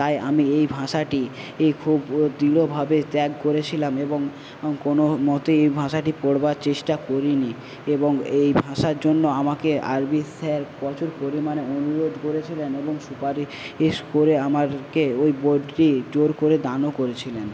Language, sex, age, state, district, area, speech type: Bengali, male, 18-30, West Bengal, Paschim Medinipur, rural, spontaneous